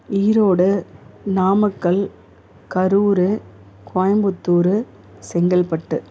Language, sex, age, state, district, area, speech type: Tamil, female, 45-60, Tamil Nadu, Salem, rural, spontaneous